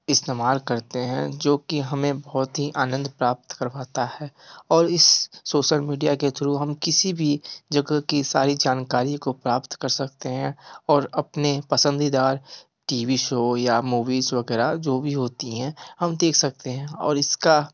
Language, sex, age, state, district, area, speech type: Hindi, male, 45-60, Uttar Pradesh, Sonbhadra, rural, spontaneous